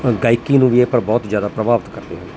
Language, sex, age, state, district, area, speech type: Punjabi, male, 45-60, Punjab, Mansa, urban, spontaneous